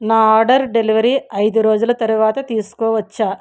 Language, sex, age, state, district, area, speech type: Telugu, female, 60+, Andhra Pradesh, East Godavari, rural, read